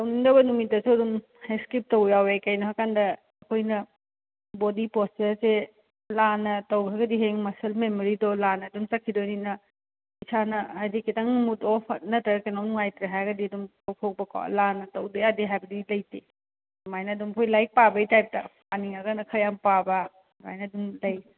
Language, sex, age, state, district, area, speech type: Manipuri, female, 30-45, Manipur, Imphal West, urban, conversation